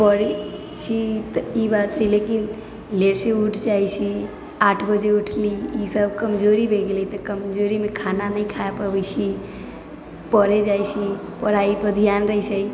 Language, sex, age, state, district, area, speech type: Maithili, female, 18-30, Bihar, Sitamarhi, rural, spontaneous